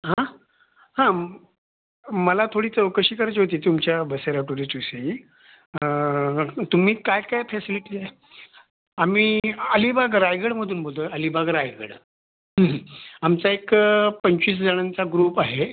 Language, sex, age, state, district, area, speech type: Marathi, male, 45-60, Maharashtra, Raigad, rural, conversation